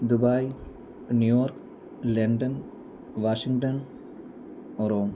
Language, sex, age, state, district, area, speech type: Malayalam, male, 30-45, Kerala, Pathanamthitta, rural, spontaneous